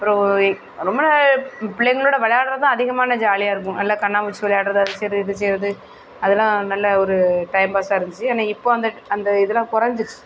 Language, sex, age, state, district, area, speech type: Tamil, female, 30-45, Tamil Nadu, Thoothukudi, urban, spontaneous